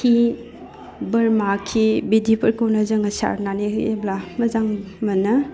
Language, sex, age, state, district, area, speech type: Bodo, female, 30-45, Assam, Udalguri, urban, spontaneous